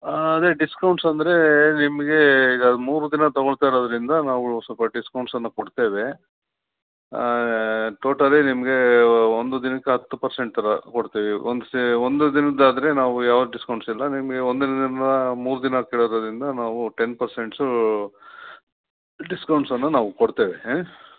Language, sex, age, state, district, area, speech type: Kannada, male, 45-60, Karnataka, Bangalore Urban, urban, conversation